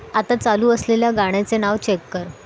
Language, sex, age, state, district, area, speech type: Marathi, female, 18-30, Maharashtra, Mumbai Suburban, urban, read